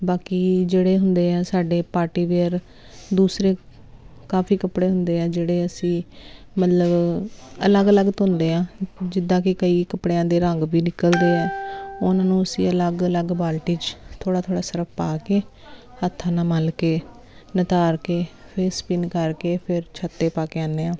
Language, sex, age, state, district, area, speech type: Punjabi, female, 30-45, Punjab, Jalandhar, urban, spontaneous